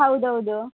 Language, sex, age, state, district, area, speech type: Kannada, female, 30-45, Karnataka, Udupi, rural, conversation